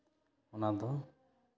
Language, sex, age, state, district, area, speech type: Santali, male, 30-45, West Bengal, Jhargram, rural, spontaneous